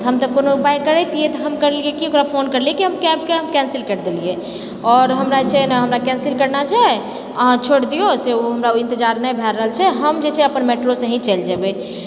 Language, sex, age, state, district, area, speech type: Maithili, female, 45-60, Bihar, Purnia, rural, spontaneous